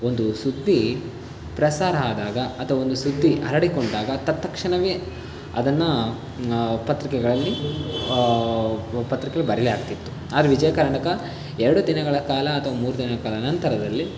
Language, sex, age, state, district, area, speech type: Kannada, male, 18-30, Karnataka, Davanagere, rural, spontaneous